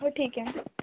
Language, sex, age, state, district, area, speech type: Marathi, female, 18-30, Maharashtra, Wardha, rural, conversation